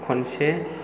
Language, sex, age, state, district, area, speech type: Bodo, male, 18-30, Assam, Chirang, rural, spontaneous